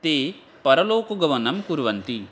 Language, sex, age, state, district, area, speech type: Sanskrit, male, 18-30, Assam, Barpeta, rural, spontaneous